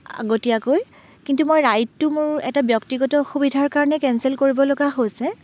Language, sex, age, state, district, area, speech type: Assamese, female, 18-30, Assam, Dibrugarh, rural, spontaneous